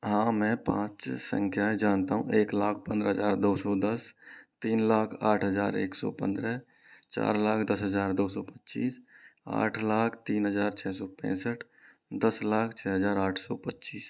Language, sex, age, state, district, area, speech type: Hindi, male, 30-45, Rajasthan, Karauli, rural, spontaneous